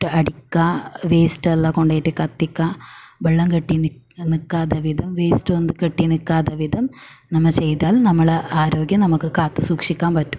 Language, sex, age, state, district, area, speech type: Malayalam, female, 18-30, Kerala, Kasaragod, rural, spontaneous